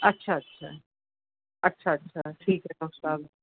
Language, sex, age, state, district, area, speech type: Urdu, female, 45-60, Uttar Pradesh, Rampur, urban, conversation